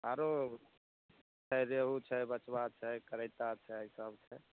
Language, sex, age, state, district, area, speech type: Maithili, male, 18-30, Bihar, Begusarai, rural, conversation